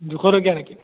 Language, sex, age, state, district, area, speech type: Assamese, male, 18-30, Assam, Biswanath, rural, conversation